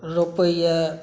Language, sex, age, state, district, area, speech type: Maithili, male, 45-60, Bihar, Saharsa, rural, spontaneous